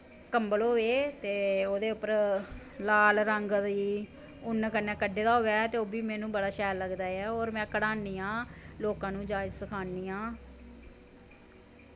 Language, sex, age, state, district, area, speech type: Dogri, female, 30-45, Jammu and Kashmir, Samba, rural, spontaneous